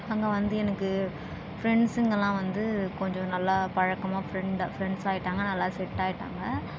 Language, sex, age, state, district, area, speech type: Tamil, female, 18-30, Tamil Nadu, Tiruvannamalai, urban, spontaneous